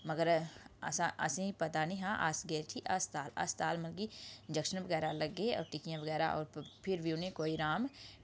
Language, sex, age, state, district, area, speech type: Dogri, female, 30-45, Jammu and Kashmir, Udhampur, rural, spontaneous